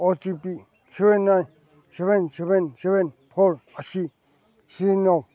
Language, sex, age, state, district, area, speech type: Manipuri, male, 60+, Manipur, Chandel, rural, read